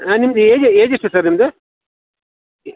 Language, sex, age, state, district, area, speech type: Kannada, male, 60+, Karnataka, Shimoga, rural, conversation